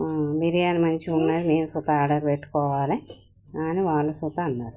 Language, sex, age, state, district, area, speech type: Telugu, female, 45-60, Telangana, Jagtial, rural, spontaneous